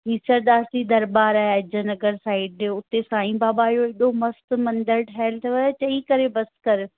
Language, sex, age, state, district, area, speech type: Sindhi, female, 45-60, Rajasthan, Ajmer, urban, conversation